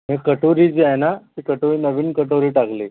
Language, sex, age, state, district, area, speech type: Marathi, male, 30-45, Maharashtra, Akola, rural, conversation